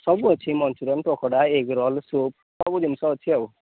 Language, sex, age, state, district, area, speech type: Odia, male, 30-45, Odisha, Sambalpur, rural, conversation